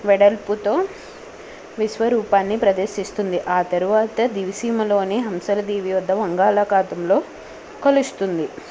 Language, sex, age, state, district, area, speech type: Telugu, female, 18-30, Telangana, Hyderabad, urban, spontaneous